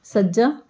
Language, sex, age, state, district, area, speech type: Punjabi, female, 30-45, Punjab, Amritsar, urban, read